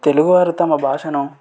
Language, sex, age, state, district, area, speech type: Telugu, male, 18-30, Telangana, Yadadri Bhuvanagiri, urban, spontaneous